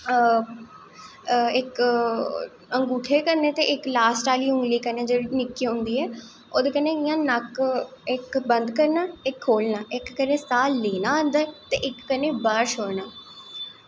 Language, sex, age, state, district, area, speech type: Dogri, female, 18-30, Jammu and Kashmir, Jammu, urban, spontaneous